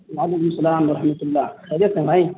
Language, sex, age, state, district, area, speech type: Urdu, male, 30-45, Bihar, Purnia, rural, conversation